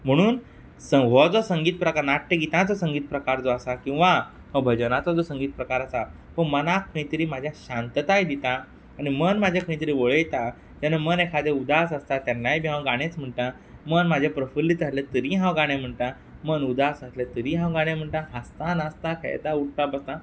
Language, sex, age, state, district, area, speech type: Goan Konkani, male, 30-45, Goa, Quepem, rural, spontaneous